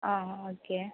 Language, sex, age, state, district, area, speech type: Malayalam, female, 18-30, Kerala, Kasaragod, rural, conversation